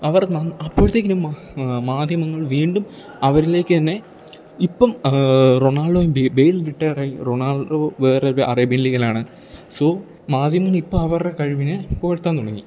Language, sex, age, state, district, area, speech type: Malayalam, male, 18-30, Kerala, Idukki, rural, spontaneous